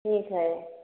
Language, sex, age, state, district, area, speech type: Hindi, female, 30-45, Uttar Pradesh, Prayagraj, rural, conversation